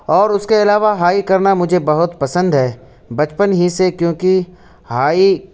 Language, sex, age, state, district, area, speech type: Urdu, male, 30-45, Uttar Pradesh, Lucknow, rural, spontaneous